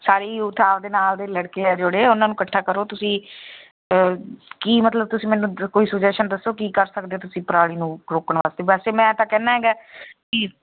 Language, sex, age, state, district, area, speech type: Punjabi, female, 18-30, Punjab, Muktsar, rural, conversation